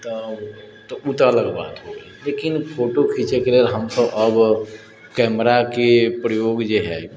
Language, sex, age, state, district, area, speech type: Maithili, male, 30-45, Bihar, Sitamarhi, urban, spontaneous